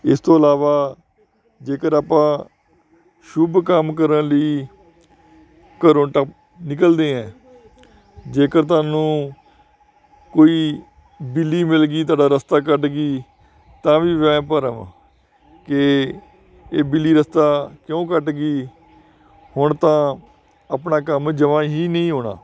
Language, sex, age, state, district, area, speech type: Punjabi, male, 45-60, Punjab, Faridkot, urban, spontaneous